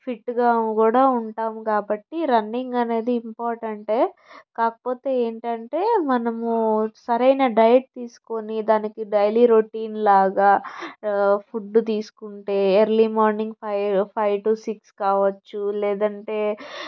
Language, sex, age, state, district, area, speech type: Telugu, female, 18-30, Andhra Pradesh, Palnadu, rural, spontaneous